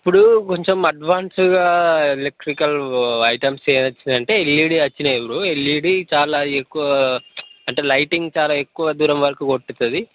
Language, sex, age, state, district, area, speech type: Telugu, male, 18-30, Telangana, Peddapalli, rural, conversation